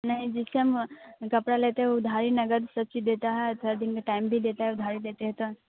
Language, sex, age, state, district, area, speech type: Hindi, female, 18-30, Bihar, Muzaffarpur, rural, conversation